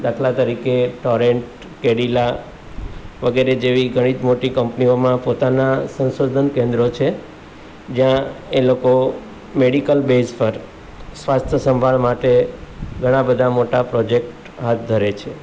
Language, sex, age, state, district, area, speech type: Gujarati, male, 45-60, Gujarat, Surat, urban, spontaneous